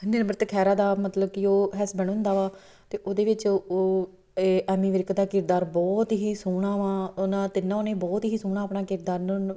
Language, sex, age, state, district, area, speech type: Punjabi, female, 30-45, Punjab, Tarn Taran, rural, spontaneous